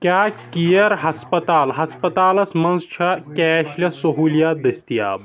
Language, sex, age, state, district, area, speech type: Kashmiri, male, 18-30, Jammu and Kashmir, Shopian, rural, read